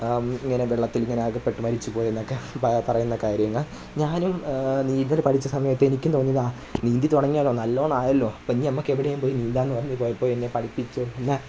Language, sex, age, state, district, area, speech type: Malayalam, male, 18-30, Kerala, Kollam, rural, spontaneous